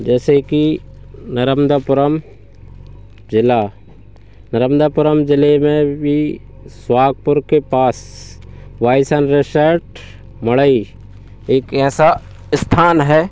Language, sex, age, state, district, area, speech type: Hindi, male, 30-45, Madhya Pradesh, Hoshangabad, rural, spontaneous